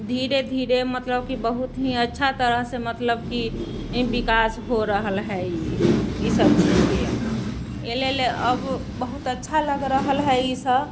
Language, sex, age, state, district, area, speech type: Maithili, female, 30-45, Bihar, Muzaffarpur, urban, spontaneous